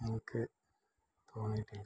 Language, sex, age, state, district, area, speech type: Malayalam, male, 60+, Kerala, Malappuram, rural, spontaneous